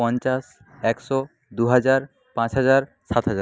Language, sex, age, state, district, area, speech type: Bengali, male, 30-45, West Bengal, Nadia, rural, spontaneous